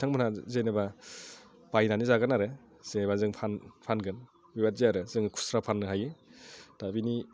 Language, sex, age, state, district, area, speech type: Bodo, male, 30-45, Assam, Udalguri, urban, spontaneous